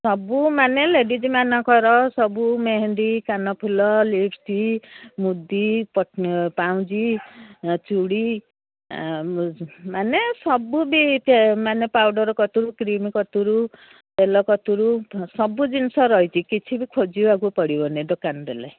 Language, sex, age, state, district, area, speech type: Odia, female, 60+, Odisha, Jharsuguda, rural, conversation